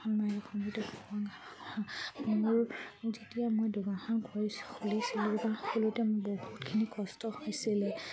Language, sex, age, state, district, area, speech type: Assamese, female, 45-60, Assam, Charaideo, rural, spontaneous